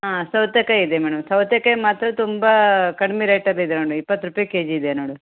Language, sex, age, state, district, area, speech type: Kannada, female, 30-45, Karnataka, Uttara Kannada, rural, conversation